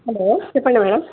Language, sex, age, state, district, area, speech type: Telugu, female, 45-60, Andhra Pradesh, Anantapur, urban, conversation